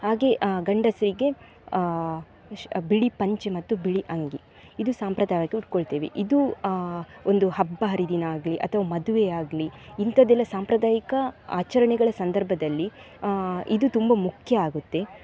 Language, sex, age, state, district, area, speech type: Kannada, female, 18-30, Karnataka, Dakshina Kannada, urban, spontaneous